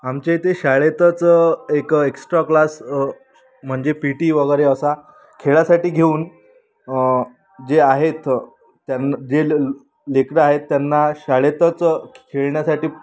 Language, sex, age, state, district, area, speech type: Marathi, female, 18-30, Maharashtra, Amravati, rural, spontaneous